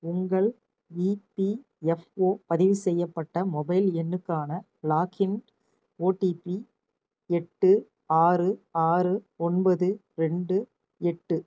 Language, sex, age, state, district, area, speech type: Tamil, female, 45-60, Tamil Nadu, Namakkal, rural, read